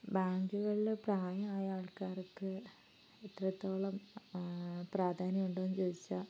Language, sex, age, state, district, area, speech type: Malayalam, female, 18-30, Kerala, Wayanad, rural, spontaneous